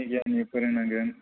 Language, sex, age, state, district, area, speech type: Bodo, male, 30-45, Assam, Kokrajhar, rural, conversation